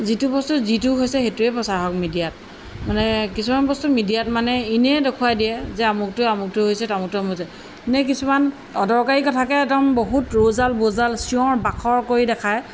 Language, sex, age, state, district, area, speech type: Assamese, female, 45-60, Assam, Jorhat, urban, spontaneous